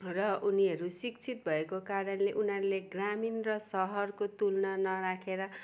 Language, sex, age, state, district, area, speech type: Nepali, female, 45-60, West Bengal, Darjeeling, rural, spontaneous